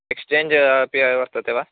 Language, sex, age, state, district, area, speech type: Sanskrit, male, 18-30, Karnataka, Uttara Kannada, rural, conversation